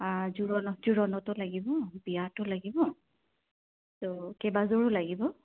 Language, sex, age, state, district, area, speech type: Assamese, female, 45-60, Assam, Kamrup Metropolitan, urban, conversation